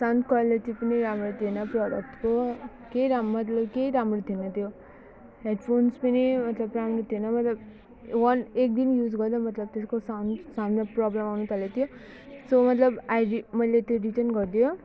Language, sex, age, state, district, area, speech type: Nepali, female, 30-45, West Bengal, Alipurduar, urban, spontaneous